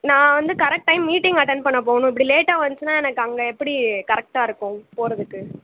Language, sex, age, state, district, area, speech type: Tamil, female, 18-30, Tamil Nadu, Pudukkottai, rural, conversation